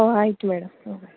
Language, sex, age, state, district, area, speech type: Kannada, female, 45-60, Karnataka, Davanagere, urban, conversation